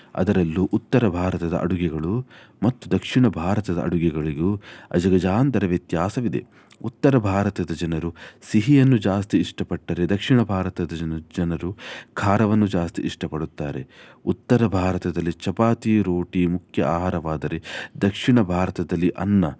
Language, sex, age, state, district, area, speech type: Kannada, male, 18-30, Karnataka, Udupi, rural, spontaneous